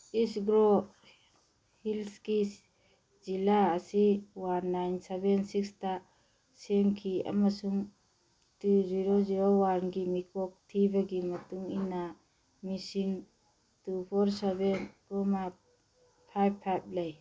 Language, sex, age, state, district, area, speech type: Manipuri, female, 45-60, Manipur, Churachandpur, urban, read